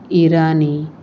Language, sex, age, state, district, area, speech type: Goan Konkani, female, 45-60, Goa, Salcete, rural, spontaneous